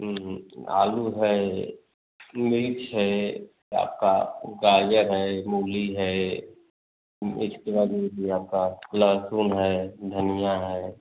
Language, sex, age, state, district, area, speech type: Hindi, male, 30-45, Uttar Pradesh, Azamgarh, rural, conversation